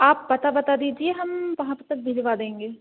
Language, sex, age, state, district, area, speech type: Hindi, female, 18-30, Madhya Pradesh, Hoshangabad, rural, conversation